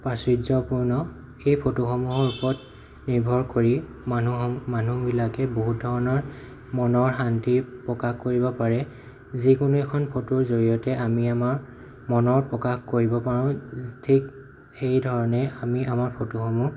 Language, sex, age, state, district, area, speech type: Assamese, male, 18-30, Assam, Morigaon, rural, spontaneous